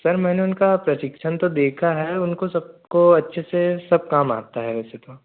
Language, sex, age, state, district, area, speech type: Hindi, male, 18-30, Madhya Pradesh, Betul, rural, conversation